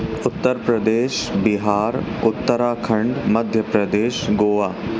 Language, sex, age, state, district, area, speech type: Urdu, male, 18-30, Uttar Pradesh, Mau, urban, spontaneous